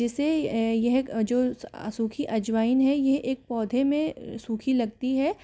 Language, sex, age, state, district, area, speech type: Hindi, female, 60+, Rajasthan, Jaipur, urban, spontaneous